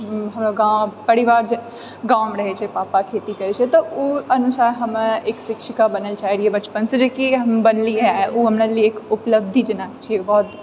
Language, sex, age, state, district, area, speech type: Maithili, female, 30-45, Bihar, Purnia, urban, spontaneous